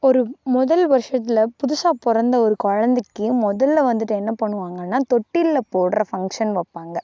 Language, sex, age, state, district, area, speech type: Tamil, female, 18-30, Tamil Nadu, Karur, rural, spontaneous